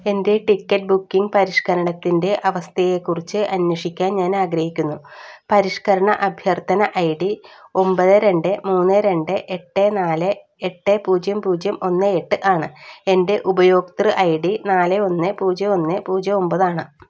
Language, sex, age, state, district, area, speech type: Malayalam, female, 45-60, Kerala, Wayanad, rural, read